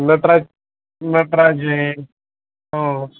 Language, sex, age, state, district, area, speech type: Marathi, male, 30-45, Maharashtra, Osmanabad, rural, conversation